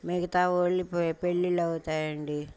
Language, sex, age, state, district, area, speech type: Telugu, female, 60+, Andhra Pradesh, Bapatla, urban, spontaneous